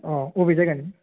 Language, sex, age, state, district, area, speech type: Bodo, male, 30-45, Assam, Chirang, rural, conversation